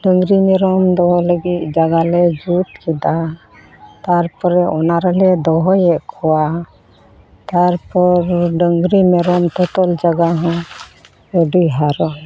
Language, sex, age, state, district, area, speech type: Santali, female, 45-60, West Bengal, Malda, rural, spontaneous